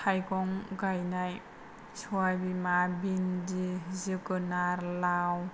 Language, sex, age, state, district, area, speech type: Bodo, female, 18-30, Assam, Kokrajhar, rural, spontaneous